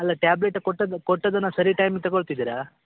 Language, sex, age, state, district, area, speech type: Kannada, male, 18-30, Karnataka, Uttara Kannada, rural, conversation